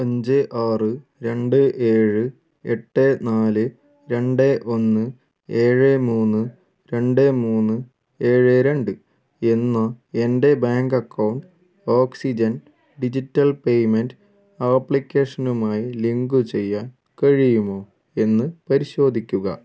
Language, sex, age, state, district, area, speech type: Malayalam, female, 18-30, Kerala, Wayanad, rural, read